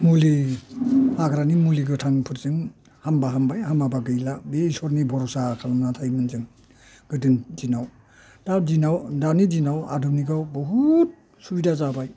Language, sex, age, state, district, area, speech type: Bodo, male, 60+, Assam, Chirang, rural, spontaneous